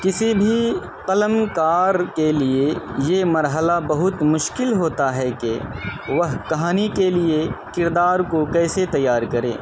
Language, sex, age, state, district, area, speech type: Urdu, male, 30-45, Bihar, Purnia, rural, spontaneous